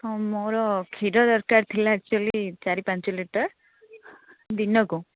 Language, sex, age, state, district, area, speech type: Odia, female, 18-30, Odisha, Kendujhar, urban, conversation